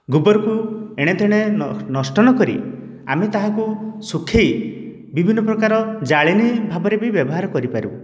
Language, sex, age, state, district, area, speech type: Odia, male, 60+, Odisha, Dhenkanal, rural, spontaneous